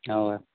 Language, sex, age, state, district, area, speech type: Kashmiri, male, 18-30, Jammu and Kashmir, Shopian, rural, conversation